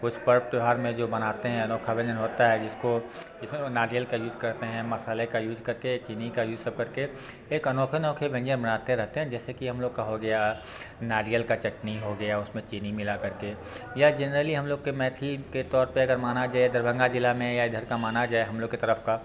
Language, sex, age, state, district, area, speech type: Hindi, male, 30-45, Bihar, Darbhanga, rural, spontaneous